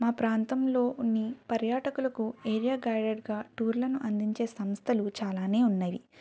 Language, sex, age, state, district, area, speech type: Telugu, female, 18-30, Andhra Pradesh, Eluru, rural, spontaneous